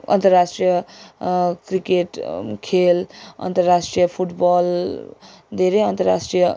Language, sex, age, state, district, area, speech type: Nepali, female, 18-30, West Bengal, Darjeeling, rural, spontaneous